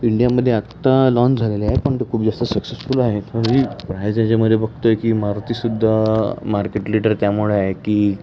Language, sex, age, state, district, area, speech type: Marathi, male, 18-30, Maharashtra, Pune, urban, spontaneous